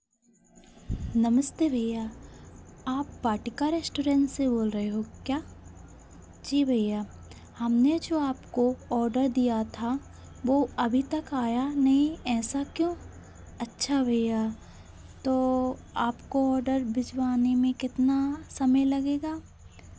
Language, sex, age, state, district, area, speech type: Hindi, female, 18-30, Madhya Pradesh, Hoshangabad, urban, spontaneous